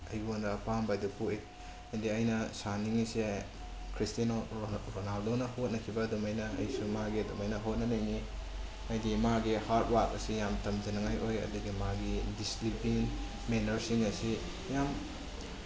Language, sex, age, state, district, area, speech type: Manipuri, male, 18-30, Manipur, Bishnupur, rural, spontaneous